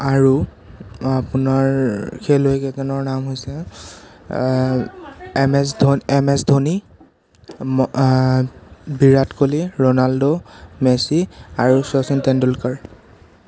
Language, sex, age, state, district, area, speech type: Assamese, male, 18-30, Assam, Sonitpur, rural, spontaneous